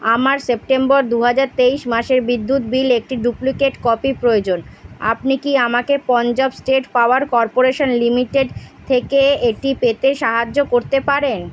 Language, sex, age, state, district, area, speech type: Bengali, female, 30-45, West Bengal, Kolkata, urban, read